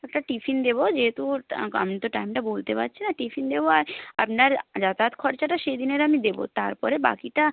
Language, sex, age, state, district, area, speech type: Bengali, female, 18-30, West Bengal, Nadia, rural, conversation